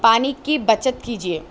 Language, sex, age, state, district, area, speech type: Urdu, female, 18-30, Telangana, Hyderabad, urban, spontaneous